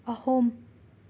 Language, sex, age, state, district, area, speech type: Manipuri, female, 18-30, Manipur, Imphal West, urban, read